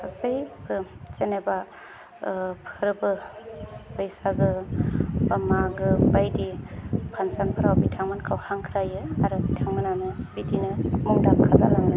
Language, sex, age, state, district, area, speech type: Bodo, female, 30-45, Assam, Udalguri, rural, spontaneous